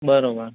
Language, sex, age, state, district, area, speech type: Gujarati, male, 30-45, Gujarat, Anand, rural, conversation